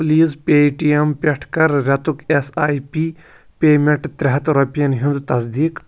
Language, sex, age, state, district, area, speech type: Kashmiri, male, 18-30, Jammu and Kashmir, Pulwama, rural, read